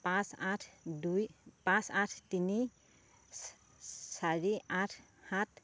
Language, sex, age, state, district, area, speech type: Assamese, female, 30-45, Assam, Sivasagar, rural, read